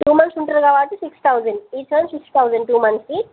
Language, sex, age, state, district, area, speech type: Telugu, female, 18-30, Telangana, Wanaparthy, urban, conversation